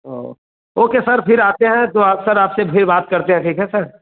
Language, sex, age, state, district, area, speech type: Hindi, male, 18-30, Bihar, Vaishali, rural, conversation